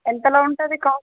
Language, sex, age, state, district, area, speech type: Telugu, female, 18-30, Telangana, Yadadri Bhuvanagiri, urban, conversation